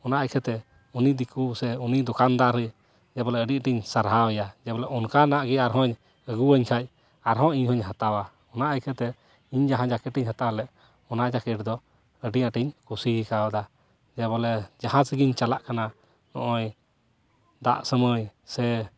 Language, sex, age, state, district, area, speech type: Santali, male, 30-45, West Bengal, Paschim Bardhaman, rural, spontaneous